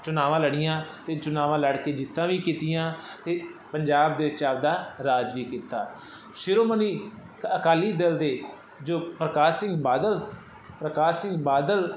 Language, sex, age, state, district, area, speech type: Punjabi, male, 30-45, Punjab, Fazilka, urban, spontaneous